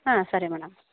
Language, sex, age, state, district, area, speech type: Kannada, female, 30-45, Karnataka, Gadag, rural, conversation